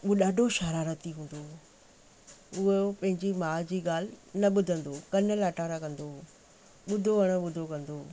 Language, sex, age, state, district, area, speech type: Sindhi, female, 45-60, Maharashtra, Thane, urban, spontaneous